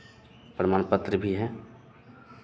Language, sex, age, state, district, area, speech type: Hindi, male, 30-45, Bihar, Madhepura, rural, spontaneous